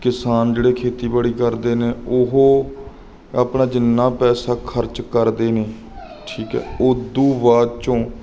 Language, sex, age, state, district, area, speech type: Punjabi, male, 30-45, Punjab, Mansa, urban, spontaneous